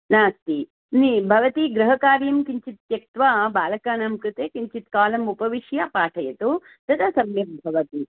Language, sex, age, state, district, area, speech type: Sanskrit, female, 60+, Karnataka, Hassan, rural, conversation